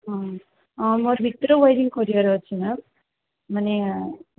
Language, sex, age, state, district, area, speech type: Odia, female, 45-60, Odisha, Sundergarh, rural, conversation